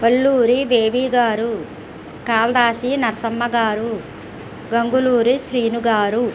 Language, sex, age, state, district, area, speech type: Telugu, female, 60+, Andhra Pradesh, East Godavari, rural, spontaneous